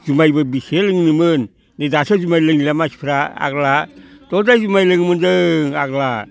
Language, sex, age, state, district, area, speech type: Bodo, male, 60+, Assam, Baksa, urban, spontaneous